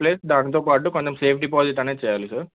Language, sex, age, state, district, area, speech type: Telugu, male, 18-30, Telangana, Hyderabad, urban, conversation